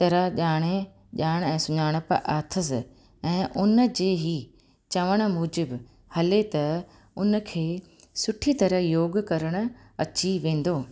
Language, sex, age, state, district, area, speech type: Sindhi, female, 45-60, Rajasthan, Ajmer, urban, spontaneous